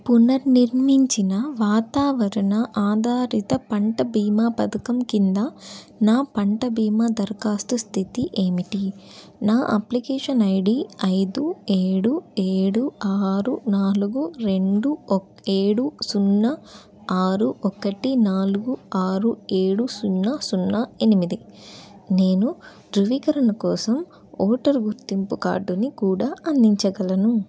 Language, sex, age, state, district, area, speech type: Telugu, female, 18-30, Andhra Pradesh, Nellore, urban, read